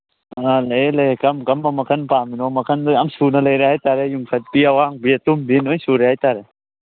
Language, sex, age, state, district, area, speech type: Manipuri, male, 18-30, Manipur, Churachandpur, rural, conversation